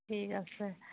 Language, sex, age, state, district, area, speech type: Assamese, female, 30-45, Assam, Majuli, urban, conversation